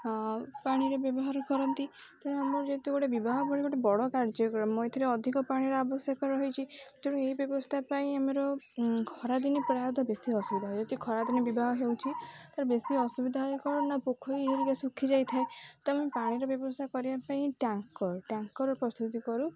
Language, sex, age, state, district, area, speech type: Odia, female, 18-30, Odisha, Jagatsinghpur, rural, spontaneous